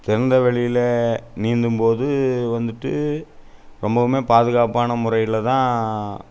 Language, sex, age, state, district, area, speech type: Tamil, male, 30-45, Tamil Nadu, Coimbatore, urban, spontaneous